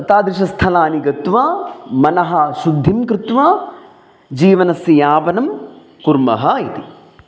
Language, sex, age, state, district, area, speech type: Sanskrit, male, 30-45, Kerala, Palakkad, urban, spontaneous